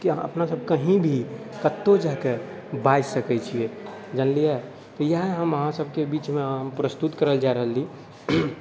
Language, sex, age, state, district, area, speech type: Maithili, male, 60+, Bihar, Purnia, urban, spontaneous